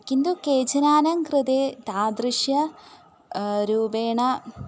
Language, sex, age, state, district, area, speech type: Sanskrit, female, 18-30, Kerala, Malappuram, urban, spontaneous